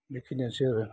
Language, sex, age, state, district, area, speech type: Bodo, male, 45-60, Assam, Kokrajhar, rural, spontaneous